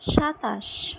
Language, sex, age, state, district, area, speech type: Bengali, female, 30-45, West Bengal, Purulia, rural, spontaneous